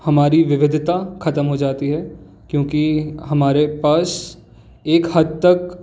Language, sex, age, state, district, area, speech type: Hindi, male, 18-30, Madhya Pradesh, Jabalpur, urban, spontaneous